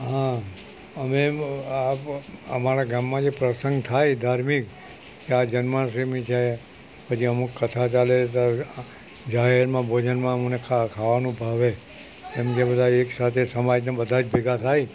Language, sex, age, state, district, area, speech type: Gujarati, male, 60+, Gujarat, Valsad, rural, spontaneous